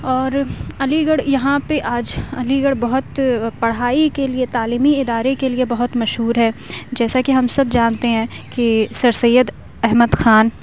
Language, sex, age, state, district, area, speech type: Urdu, female, 18-30, Uttar Pradesh, Aligarh, urban, spontaneous